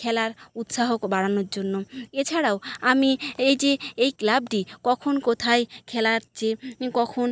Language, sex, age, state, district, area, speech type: Bengali, female, 45-60, West Bengal, Jhargram, rural, spontaneous